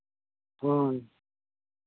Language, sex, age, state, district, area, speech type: Santali, male, 60+, Jharkhand, East Singhbhum, rural, conversation